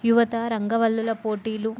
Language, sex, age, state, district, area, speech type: Telugu, female, 18-30, Telangana, Jayashankar, urban, spontaneous